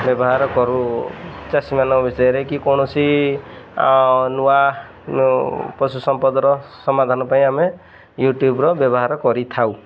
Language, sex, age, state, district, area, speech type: Odia, male, 30-45, Odisha, Jagatsinghpur, rural, spontaneous